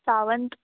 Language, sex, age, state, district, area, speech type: Marathi, female, 18-30, Maharashtra, Mumbai Suburban, urban, conversation